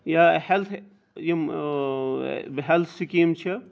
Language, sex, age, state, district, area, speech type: Kashmiri, male, 45-60, Jammu and Kashmir, Srinagar, urban, spontaneous